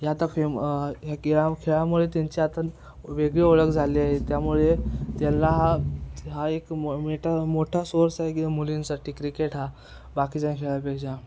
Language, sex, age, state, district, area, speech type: Marathi, male, 18-30, Maharashtra, Ratnagiri, rural, spontaneous